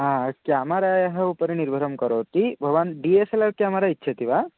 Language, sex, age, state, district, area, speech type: Sanskrit, male, 18-30, Odisha, Puri, urban, conversation